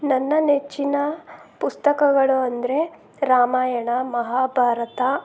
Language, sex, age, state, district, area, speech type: Kannada, female, 30-45, Karnataka, Chitradurga, rural, spontaneous